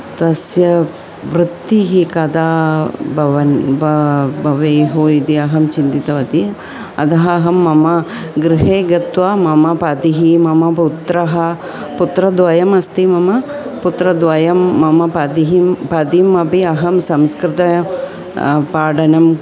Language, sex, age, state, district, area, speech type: Sanskrit, female, 45-60, Kerala, Thiruvananthapuram, urban, spontaneous